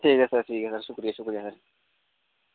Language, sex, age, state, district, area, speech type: Dogri, male, 30-45, Jammu and Kashmir, Udhampur, rural, conversation